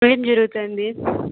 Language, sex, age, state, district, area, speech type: Telugu, female, 30-45, Andhra Pradesh, Chittoor, urban, conversation